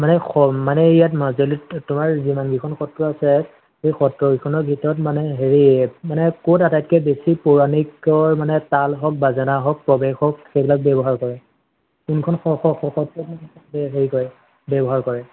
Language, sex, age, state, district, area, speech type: Assamese, male, 18-30, Assam, Majuli, urban, conversation